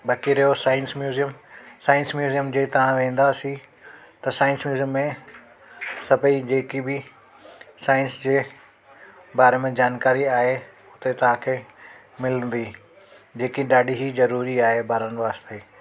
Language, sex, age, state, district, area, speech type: Sindhi, male, 30-45, Delhi, South Delhi, urban, spontaneous